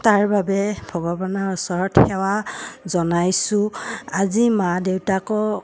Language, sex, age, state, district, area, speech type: Assamese, female, 30-45, Assam, Udalguri, rural, spontaneous